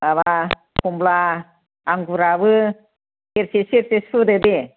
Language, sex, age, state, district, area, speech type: Bodo, female, 45-60, Assam, Chirang, rural, conversation